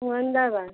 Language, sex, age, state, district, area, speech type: Hindi, female, 60+, Uttar Pradesh, Mau, rural, conversation